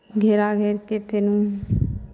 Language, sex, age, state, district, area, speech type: Maithili, female, 18-30, Bihar, Samastipur, rural, spontaneous